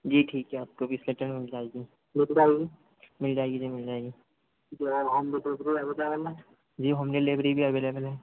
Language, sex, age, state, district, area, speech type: Hindi, male, 30-45, Madhya Pradesh, Harda, urban, conversation